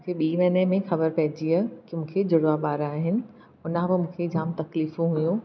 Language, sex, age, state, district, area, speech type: Sindhi, female, 30-45, Maharashtra, Thane, urban, spontaneous